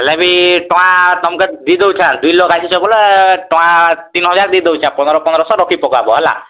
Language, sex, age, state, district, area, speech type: Odia, male, 18-30, Odisha, Kalahandi, rural, conversation